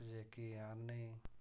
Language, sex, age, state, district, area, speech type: Dogri, male, 45-60, Jammu and Kashmir, Reasi, rural, spontaneous